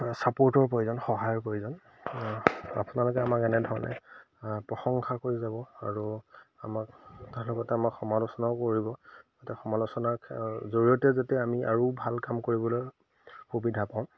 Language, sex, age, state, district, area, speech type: Assamese, male, 30-45, Assam, Majuli, urban, spontaneous